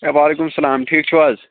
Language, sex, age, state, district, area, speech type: Kashmiri, male, 18-30, Jammu and Kashmir, Anantnag, rural, conversation